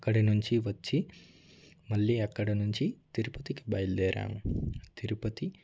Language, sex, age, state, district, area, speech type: Telugu, male, 18-30, Telangana, Ranga Reddy, urban, spontaneous